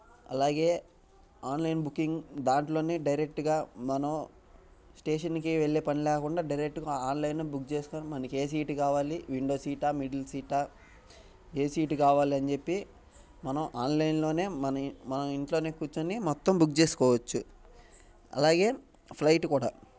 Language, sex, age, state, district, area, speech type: Telugu, male, 18-30, Andhra Pradesh, Bapatla, rural, spontaneous